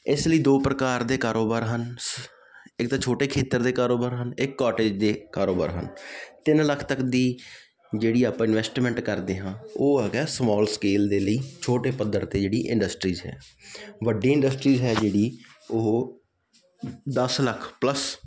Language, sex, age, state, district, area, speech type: Punjabi, male, 18-30, Punjab, Muktsar, rural, spontaneous